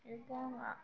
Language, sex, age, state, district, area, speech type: Bengali, female, 18-30, West Bengal, Uttar Dinajpur, urban, spontaneous